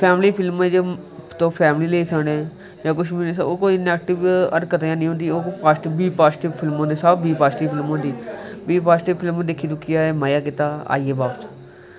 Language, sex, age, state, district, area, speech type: Dogri, male, 18-30, Jammu and Kashmir, Kathua, rural, spontaneous